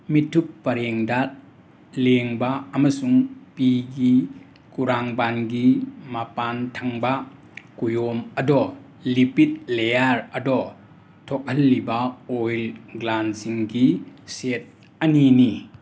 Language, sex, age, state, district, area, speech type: Manipuri, male, 60+, Manipur, Imphal West, urban, read